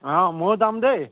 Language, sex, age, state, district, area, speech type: Assamese, male, 30-45, Assam, Dhemaji, rural, conversation